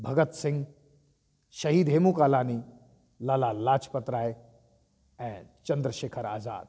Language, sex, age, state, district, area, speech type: Sindhi, male, 30-45, Delhi, South Delhi, urban, spontaneous